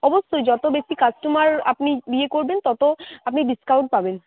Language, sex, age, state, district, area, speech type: Bengali, female, 18-30, West Bengal, Uttar Dinajpur, rural, conversation